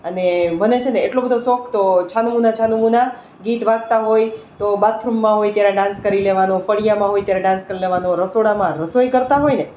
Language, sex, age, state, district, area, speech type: Gujarati, female, 30-45, Gujarat, Rajkot, urban, spontaneous